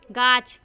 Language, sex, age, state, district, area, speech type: Bengali, female, 30-45, West Bengal, Paschim Medinipur, rural, read